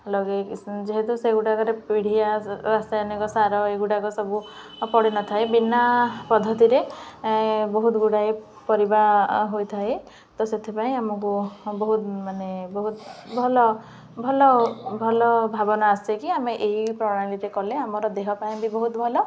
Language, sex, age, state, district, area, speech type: Odia, female, 18-30, Odisha, Ganjam, urban, spontaneous